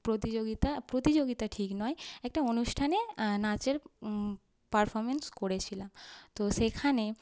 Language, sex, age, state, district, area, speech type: Bengali, female, 18-30, West Bengal, North 24 Parganas, urban, spontaneous